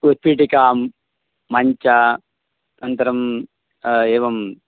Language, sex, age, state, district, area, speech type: Sanskrit, male, 45-60, Karnataka, Bangalore Urban, urban, conversation